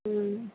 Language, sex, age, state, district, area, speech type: Tamil, female, 18-30, Tamil Nadu, Tirupattur, urban, conversation